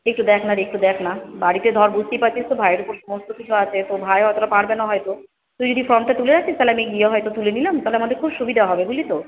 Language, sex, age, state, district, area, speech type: Bengali, female, 30-45, West Bengal, Purba Bardhaman, urban, conversation